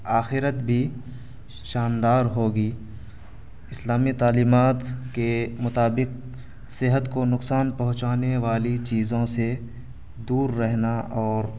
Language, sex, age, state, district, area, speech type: Urdu, male, 18-30, Bihar, Araria, rural, spontaneous